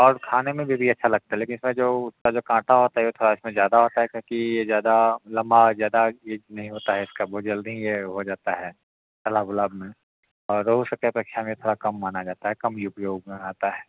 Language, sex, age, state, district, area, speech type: Hindi, male, 30-45, Bihar, Darbhanga, rural, conversation